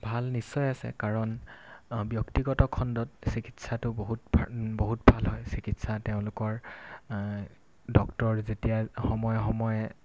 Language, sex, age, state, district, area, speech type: Assamese, male, 18-30, Assam, Golaghat, rural, spontaneous